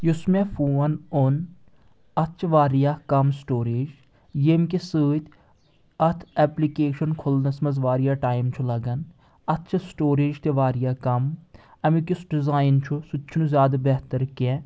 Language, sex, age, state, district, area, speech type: Kashmiri, female, 18-30, Jammu and Kashmir, Anantnag, rural, spontaneous